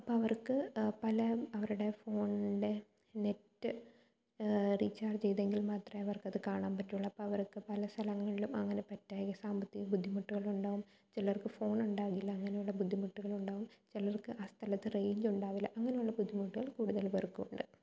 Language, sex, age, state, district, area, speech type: Malayalam, female, 18-30, Kerala, Thiruvananthapuram, rural, spontaneous